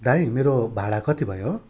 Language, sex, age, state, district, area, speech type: Nepali, male, 30-45, West Bengal, Darjeeling, rural, spontaneous